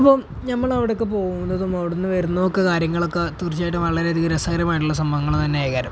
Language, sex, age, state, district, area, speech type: Malayalam, male, 18-30, Kerala, Malappuram, rural, spontaneous